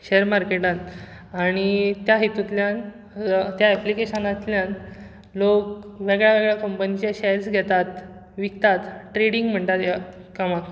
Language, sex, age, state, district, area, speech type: Goan Konkani, male, 18-30, Goa, Bardez, rural, spontaneous